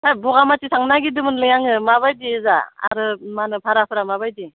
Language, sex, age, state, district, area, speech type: Bodo, female, 45-60, Assam, Udalguri, urban, conversation